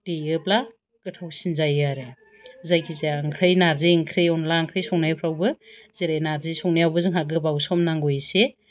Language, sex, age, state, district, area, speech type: Bodo, female, 45-60, Assam, Chirang, rural, spontaneous